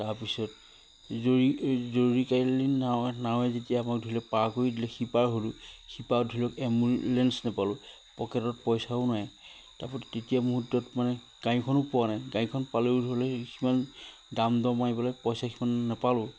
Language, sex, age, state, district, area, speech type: Assamese, male, 30-45, Assam, Majuli, urban, spontaneous